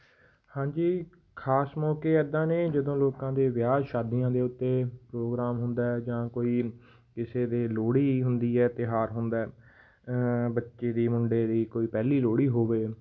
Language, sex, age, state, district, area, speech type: Punjabi, male, 18-30, Punjab, Patiala, rural, spontaneous